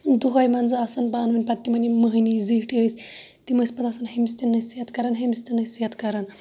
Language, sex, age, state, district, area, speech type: Kashmiri, female, 30-45, Jammu and Kashmir, Shopian, rural, spontaneous